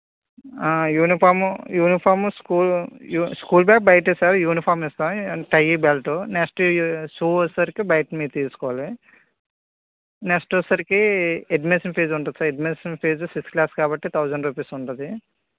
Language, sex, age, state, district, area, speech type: Telugu, male, 30-45, Andhra Pradesh, Vizianagaram, rural, conversation